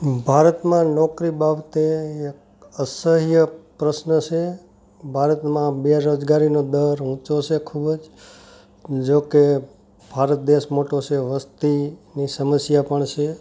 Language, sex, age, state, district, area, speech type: Gujarati, male, 45-60, Gujarat, Rajkot, rural, spontaneous